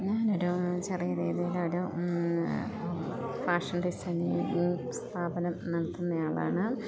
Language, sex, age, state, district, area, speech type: Malayalam, female, 30-45, Kerala, Idukki, rural, spontaneous